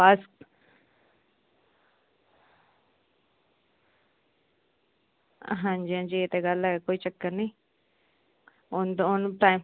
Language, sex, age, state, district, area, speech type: Dogri, female, 18-30, Jammu and Kashmir, Samba, urban, conversation